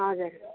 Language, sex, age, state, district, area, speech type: Nepali, female, 60+, West Bengal, Jalpaiguri, rural, conversation